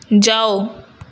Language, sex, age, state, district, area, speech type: Urdu, female, 18-30, Uttar Pradesh, Ghaziabad, urban, read